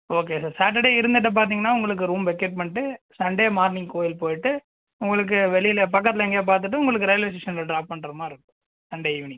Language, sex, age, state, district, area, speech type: Tamil, male, 18-30, Tamil Nadu, Coimbatore, urban, conversation